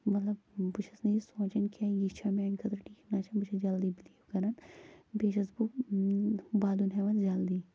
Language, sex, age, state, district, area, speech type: Kashmiri, female, 18-30, Jammu and Kashmir, Kulgam, rural, spontaneous